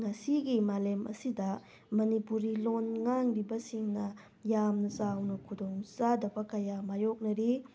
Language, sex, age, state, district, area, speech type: Manipuri, female, 30-45, Manipur, Tengnoupal, rural, spontaneous